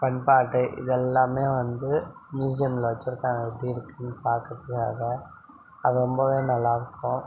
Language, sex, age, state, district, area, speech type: Tamil, male, 45-60, Tamil Nadu, Mayiladuthurai, urban, spontaneous